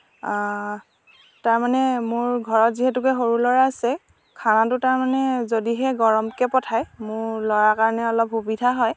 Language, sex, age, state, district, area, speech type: Assamese, female, 30-45, Assam, Dhemaji, rural, spontaneous